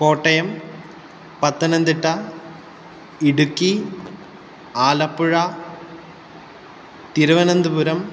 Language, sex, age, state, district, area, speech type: Sanskrit, male, 18-30, Kerala, Kottayam, urban, spontaneous